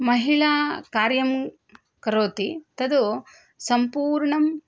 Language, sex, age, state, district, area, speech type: Sanskrit, female, 30-45, Karnataka, Shimoga, rural, spontaneous